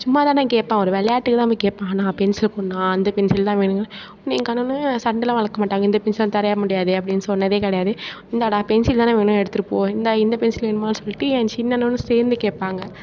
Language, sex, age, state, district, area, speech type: Tamil, female, 18-30, Tamil Nadu, Mayiladuthurai, rural, spontaneous